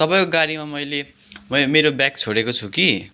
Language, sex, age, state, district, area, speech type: Nepali, male, 18-30, West Bengal, Kalimpong, rural, spontaneous